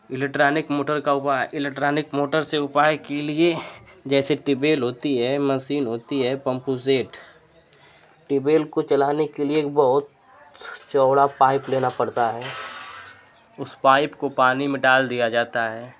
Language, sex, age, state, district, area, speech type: Hindi, male, 18-30, Uttar Pradesh, Ghazipur, urban, spontaneous